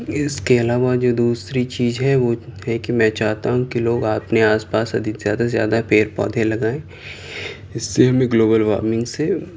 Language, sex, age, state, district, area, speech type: Urdu, male, 30-45, Delhi, South Delhi, urban, spontaneous